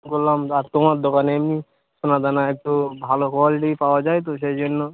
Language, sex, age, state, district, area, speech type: Bengali, male, 18-30, West Bengal, Uttar Dinajpur, urban, conversation